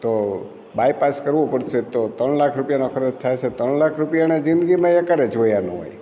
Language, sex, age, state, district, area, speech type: Gujarati, male, 60+, Gujarat, Amreli, rural, spontaneous